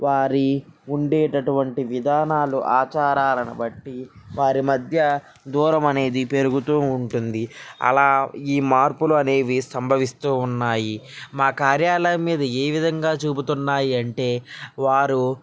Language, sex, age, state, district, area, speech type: Telugu, male, 18-30, Andhra Pradesh, Srikakulam, urban, spontaneous